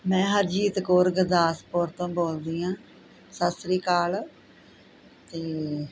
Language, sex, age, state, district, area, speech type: Punjabi, female, 45-60, Punjab, Gurdaspur, rural, spontaneous